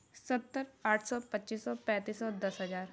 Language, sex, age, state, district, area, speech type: Punjabi, female, 18-30, Punjab, Shaheed Bhagat Singh Nagar, rural, spontaneous